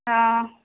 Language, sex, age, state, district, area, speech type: Tamil, female, 30-45, Tamil Nadu, Thoothukudi, urban, conversation